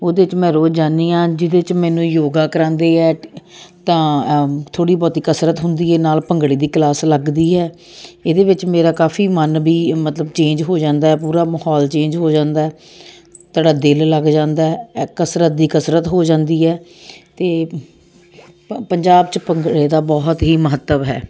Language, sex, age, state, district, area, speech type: Punjabi, female, 30-45, Punjab, Jalandhar, urban, spontaneous